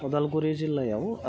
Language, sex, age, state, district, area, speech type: Bodo, female, 30-45, Assam, Udalguri, urban, spontaneous